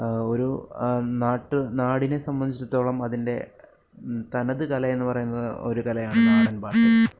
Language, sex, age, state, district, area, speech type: Malayalam, male, 18-30, Kerala, Alappuzha, rural, spontaneous